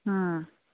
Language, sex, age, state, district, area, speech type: Manipuri, female, 45-60, Manipur, Imphal East, rural, conversation